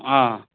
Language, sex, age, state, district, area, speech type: Nepali, male, 60+, West Bengal, Kalimpong, rural, conversation